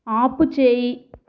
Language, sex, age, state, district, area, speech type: Telugu, female, 45-60, Andhra Pradesh, Sri Balaji, urban, read